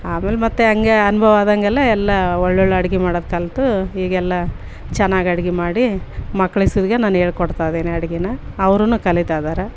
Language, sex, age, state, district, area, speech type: Kannada, female, 45-60, Karnataka, Vijayanagara, rural, spontaneous